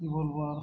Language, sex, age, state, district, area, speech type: Bengali, male, 30-45, West Bengal, Uttar Dinajpur, rural, spontaneous